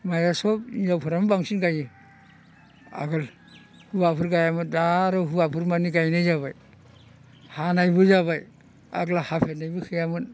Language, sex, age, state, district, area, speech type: Bodo, male, 60+, Assam, Baksa, urban, spontaneous